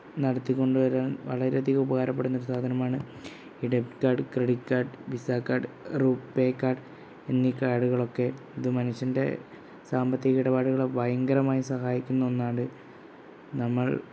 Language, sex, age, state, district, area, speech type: Malayalam, male, 18-30, Kerala, Wayanad, rural, spontaneous